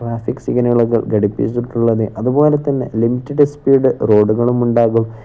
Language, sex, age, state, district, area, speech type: Malayalam, male, 18-30, Kerala, Kozhikode, rural, spontaneous